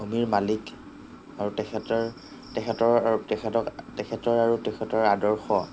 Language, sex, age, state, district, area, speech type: Assamese, male, 45-60, Assam, Nagaon, rural, spontaneous